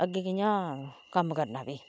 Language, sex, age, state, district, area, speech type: Dogri, female, 30-45, Jammu and Kashmir, Reasi, rural, spontaneous